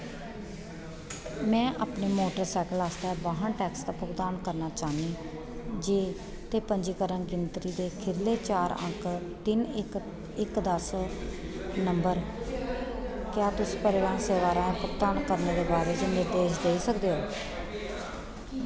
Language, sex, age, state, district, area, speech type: Dogri, female, 30-45, Jammu and Kashmir, Kathua, rural, read